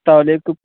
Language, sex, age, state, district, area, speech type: Bengali, male, 18-30, West Bengal, Uttar Dinajpur, urban, conversation